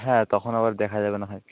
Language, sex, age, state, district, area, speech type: Bengali, male, 18-30, West Bengal, South 24 Parganas, rural, conversation